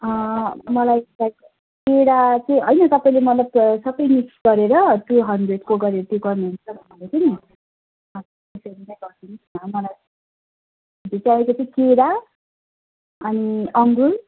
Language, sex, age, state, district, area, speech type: Nepali, female, 30-45, West Bengal, Kalimpong, rural, conversation